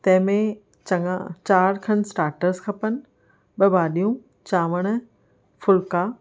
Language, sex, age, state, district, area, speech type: Sindhi, female, 30-45, Maharashtra, Thane, urban, spontaneous